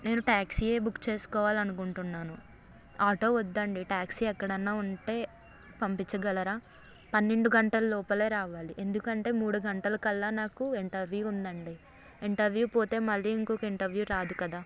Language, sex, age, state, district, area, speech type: Telugu, female, 18-30, Andhra Pradesh, Eluru, rural, spontaneous